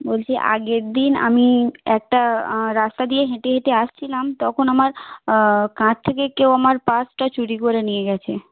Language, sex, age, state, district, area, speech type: Bengali, female, 18-30, West Bengal, South 24 Parganas, rural, conversation